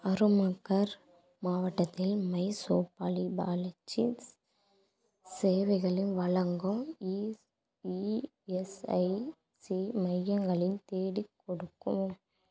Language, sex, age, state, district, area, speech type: Tamil, female, 18-30, Tamil Nadu, Dharmapuri, rural, read